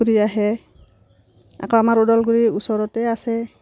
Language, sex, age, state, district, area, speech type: Assamese, female, 45-60, Assam, Udalguri, rural, spontaneous